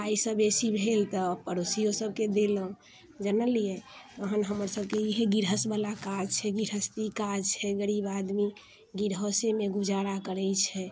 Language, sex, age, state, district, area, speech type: Maithili, female, 30-45, Bihar, Muzaffarpur, urban, spontaneous